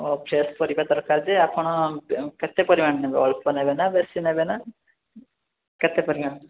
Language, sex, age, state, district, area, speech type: Odia, male, 18-30, Odisha, Rayagada, rural, conversation